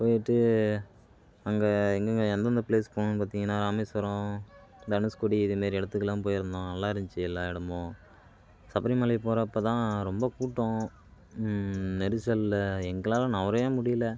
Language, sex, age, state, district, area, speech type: Tamil, male, 18-30, Tamil Nadu, Kallakurichi, urban, spontaneous